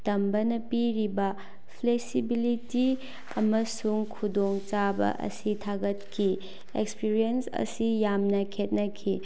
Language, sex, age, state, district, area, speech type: Manipuri, female, 18-30, Manipur, Bishnupur, rural, spontaneous